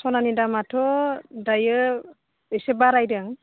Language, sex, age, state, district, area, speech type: Bodo, female, 30-45, Assam, Udalguri, urban, conversation